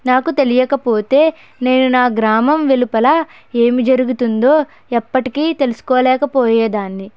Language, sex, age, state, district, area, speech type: Telugu, female, 30-45, Andhra Pradesh, Konaseema, rural, spontaneous